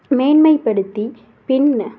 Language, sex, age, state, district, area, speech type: Tamil, female, 18-30, Tamil Nadu, Ariyalur, rural, spontaneous